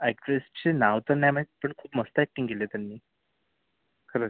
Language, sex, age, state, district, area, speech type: Marathi, male, 30-45, Maharashtra, Yavatmal, urban, conversation